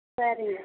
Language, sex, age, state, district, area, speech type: Tamil, female, 30-45, Tamil Nadu, Tirupattur, rural, conversation